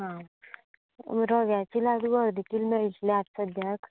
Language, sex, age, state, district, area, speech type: Goan Konkani, female, 18-30, Goa, Canacona, rural, conversation